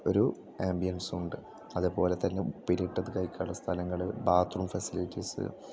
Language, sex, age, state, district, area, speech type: Malayalam, male, 18-30, Kerala, Thrissur, rural, spontaneous